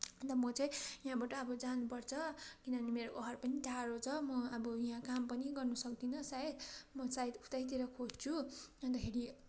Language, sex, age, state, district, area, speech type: Nepali, female, 45-60, West Bengal, Darjeeling, rural, spontaneous